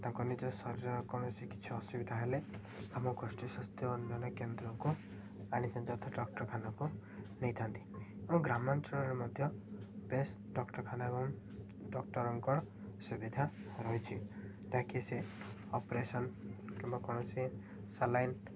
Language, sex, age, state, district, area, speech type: Odia, male, 18-30, Odisha, Ganjam, urban, spontaneous